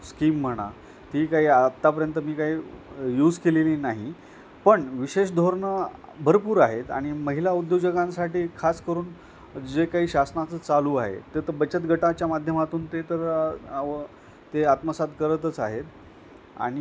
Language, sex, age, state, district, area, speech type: Marathi, male, 45-60, Maharashtra, Nanded, rural, spontaneous